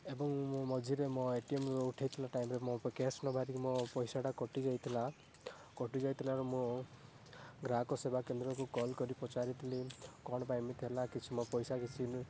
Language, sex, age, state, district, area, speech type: Odia, male, 18-30, Odisha, Rayagada, rural, spontaneous